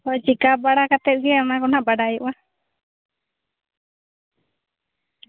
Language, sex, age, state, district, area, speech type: Santali, female, 30-45, Jharkhand, Seraikela Kharsawan, rural, conversation